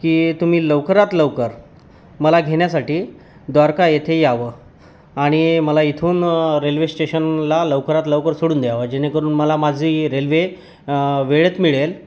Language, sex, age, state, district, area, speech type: Marathi, male, 30-45, Maharashtra, Yavatmal, rural, spontaneous